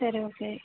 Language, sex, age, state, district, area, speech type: Tamil, female, 45-60, Tamil Nadu, Perambalur, urban, conversation